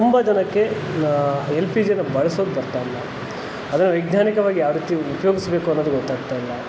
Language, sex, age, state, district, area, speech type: Kannada, male, 30-45, Karnataka, Kolar, rural, spontaneous